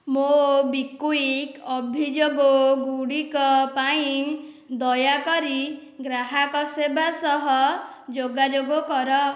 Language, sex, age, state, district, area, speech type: Odia, female, 18-30, Odisha, Dhenkanal, rural, read